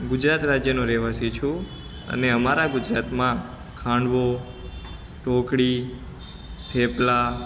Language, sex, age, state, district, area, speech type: Gujarati, male, 18-30, Gujarat, Ahmedabad, urban, spontaneous